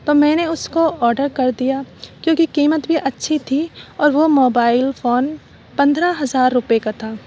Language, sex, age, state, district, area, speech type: Urdu, female, 30-45, Uttar Pradesh, Aligarh, rural, spontaneous